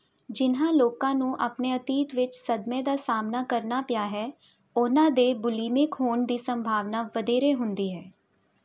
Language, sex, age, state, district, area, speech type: Punjabi, female, 30-45, Punjab, Jalandhar, urban, read